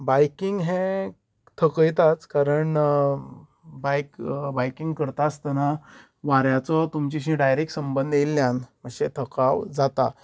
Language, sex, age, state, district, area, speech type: Goan Konkani, male, 30-45, Goa, Canacona, rural, spontaneous